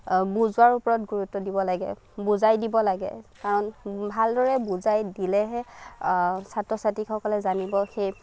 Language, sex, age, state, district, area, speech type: Assamese, female, 18-30, Assam, Nagaon, rural, spontaneous